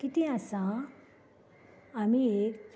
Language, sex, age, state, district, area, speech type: Goan Konkani, female, 45-60, Goa, Canacona, rural, spontaneous